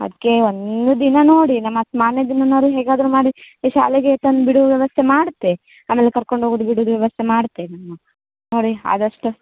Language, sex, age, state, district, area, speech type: Kannada, female, 30-45, Karnataka, Uttara Kannada, rural, conversation